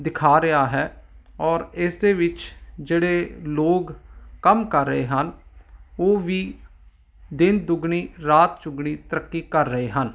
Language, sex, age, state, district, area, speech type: Punjabi, male, 45-60, Punjab, Ludhiana, urban, spontaneous